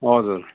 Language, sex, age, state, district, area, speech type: Nepali, male, 60+, West Bengal, Kalimpong, rural, conversation